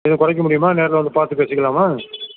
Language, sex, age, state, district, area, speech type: Tamil, male, 60+, Tamil Nadu, Virudhunagar, rural, conversation